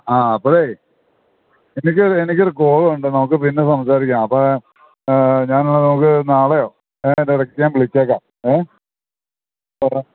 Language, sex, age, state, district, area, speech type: Malayalam, male, 60+, Kerala, Idukki, rural, conversation